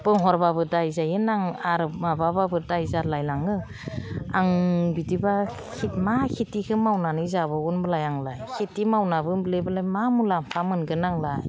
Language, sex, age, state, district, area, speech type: Bodo, female, 45-60, Assam, Udalguri, rural, spontaneous